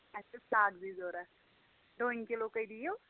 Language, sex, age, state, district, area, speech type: Kashmiri, female, 18-30, Jammu and Kashmir, Anantnag, rural, conversation